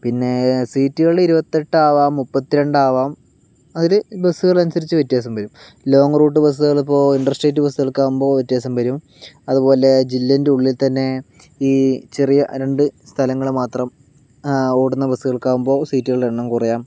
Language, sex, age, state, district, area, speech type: Malayalam, male, 45-60, Kerala, Palakkad, urban, spontaneous